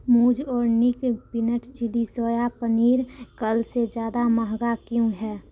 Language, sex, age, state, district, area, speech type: Hindi, female, 18-30, Bihar, Muzaffarpur, rural, read